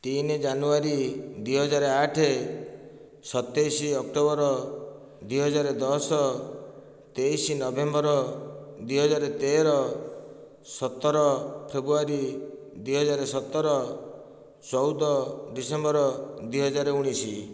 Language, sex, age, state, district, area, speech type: Odia, male, 45-60, Odisha, Nayagarh, rural, spontaneous